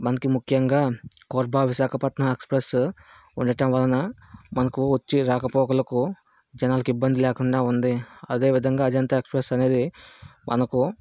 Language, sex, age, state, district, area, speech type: Telugu, male, 30-45, Andhra Pradesh, Vizianagaram, urban, spontaneous